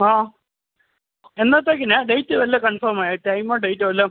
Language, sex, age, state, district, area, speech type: Malayalam, male, 18-30, Kerala, Idukki, rural, conversation